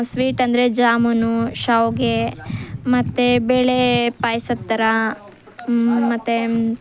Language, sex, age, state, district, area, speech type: Kannada, female, 18-30, Karnataka, Kolar, rural, spontaneous